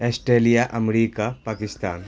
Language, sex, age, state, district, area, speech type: Urdu, male, 18-30, Bihar, Khagaria, rural, spontaneous